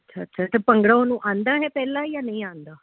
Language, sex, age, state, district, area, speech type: Punjabi, female, 30-45, Punjab, Jalandhar, urban, conversation